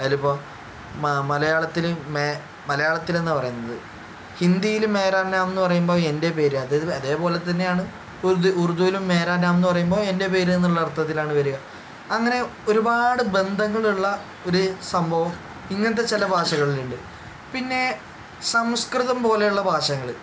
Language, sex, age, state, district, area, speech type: Malayalam, male, 45-60, Kerala, Palakkad, rural, spontaneous